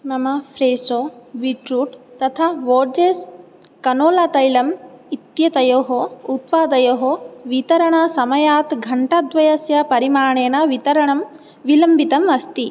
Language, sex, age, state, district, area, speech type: Sanskrit, female, 18-30, Odisha, Jajpur, rural, read